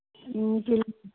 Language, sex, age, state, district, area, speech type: Manipuri, female, 60+, Manipur, Kangpokpi, urban, conversation